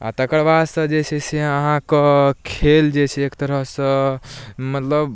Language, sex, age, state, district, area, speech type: Maithili, male, 18-30, Bihar, Darbhanga, rural, spontaneous